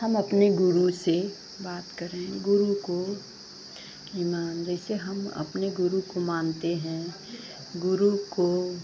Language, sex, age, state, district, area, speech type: Hindi, female, 60+, Uttar Pradesh, Pratapgarh, urban, spontaneous